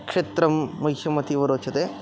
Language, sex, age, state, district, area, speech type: Sanskrit, male, 18-30, Maharashtra, Aurangabad, urban, spontaneous